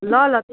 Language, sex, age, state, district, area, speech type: Nepali, female, 60+, West Bengal, Kalimpong, rural, conversation